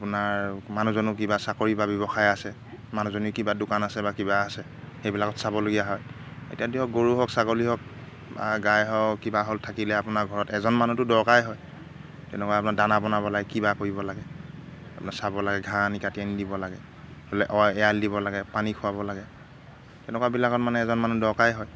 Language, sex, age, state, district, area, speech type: Assamese, male, 30-45, Assam, Golaghat, rural, spontaneous